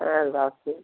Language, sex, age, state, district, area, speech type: Bengali, male, 30-45, West Bengal, Dakshin Dinajpur, urban, conversation